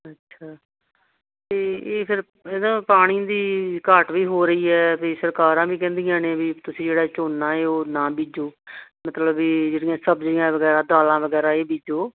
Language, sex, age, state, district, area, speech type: Punjabi, female, 60+, Punjab, Muktsar, urban, conversation